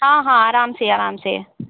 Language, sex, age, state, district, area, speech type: Hindi, female, 30-45, Uttar Pradesh, Sitapur, rural, conversation